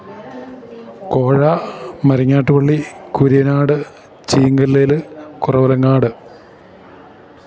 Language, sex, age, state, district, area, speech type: Malayalam, male, 45-60, Kerala, Kottayam, urban, spontaneous